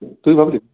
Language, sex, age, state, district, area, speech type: Bengali, male, 18-30, West Bengal, Purulia, urban, conversation